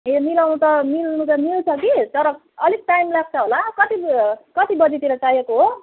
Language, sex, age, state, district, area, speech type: Nepali, female, 30-45, West Bengal, Kalimpong, rural, conversation